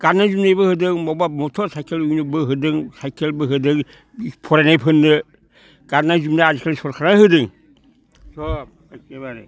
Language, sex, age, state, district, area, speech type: Bodo, male, 60+, Assam, Baksa, urban, spontaneous